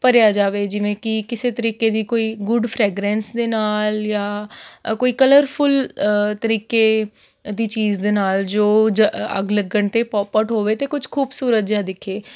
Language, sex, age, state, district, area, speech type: Punjabi, female, 18-30, Punjab, Patiala, urban, spontaneous